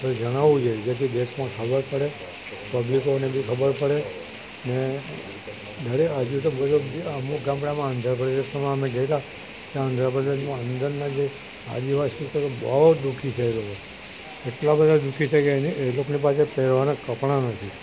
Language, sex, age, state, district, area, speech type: Gujarati, male, 60+, Gujarat, Valsad, rural, spontaneous